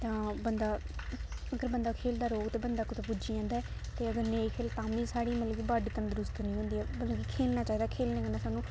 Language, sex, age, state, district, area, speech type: Dogri, female, 18-30, Jammu and Kashmir, Kathua, rural, spontaneous